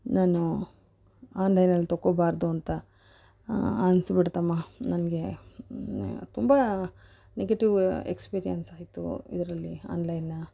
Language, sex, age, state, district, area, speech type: Kannada, female, 45-60, Karnataka, Mysore, urban, spontaneous